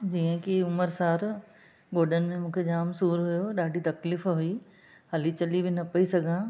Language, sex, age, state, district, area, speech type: Sindhi, other, 60+, Maharashtra, Thane, urban, spontaneous